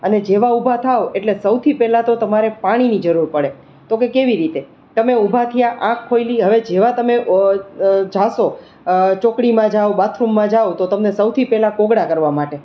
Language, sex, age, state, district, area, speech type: Gujarati, female, 30-45, Gujarat, Rajkot, urban, spontaneous